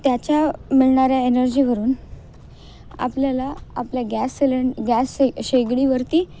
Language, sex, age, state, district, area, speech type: Marathi, female, 18-30, Maharashtra, Nanded, rural, spontaneous